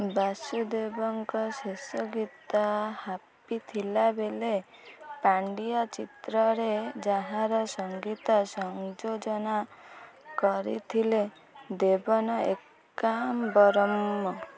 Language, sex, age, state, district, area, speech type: Odia, female, 18-30, Odisha, Malkangiri, urban, read